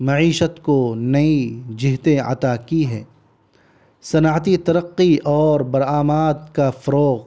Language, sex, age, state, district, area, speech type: Urdu, male, 30-45, Bihar, Gaya, urban, spontaneous